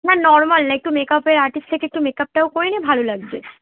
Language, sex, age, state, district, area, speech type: Bengali, female, 18-30, West Bengal, Dakshin Dinajpur, urban, conversation